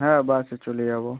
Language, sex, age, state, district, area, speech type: Bengali, male, 18-30, West Bengal, Howrah, urban, conversation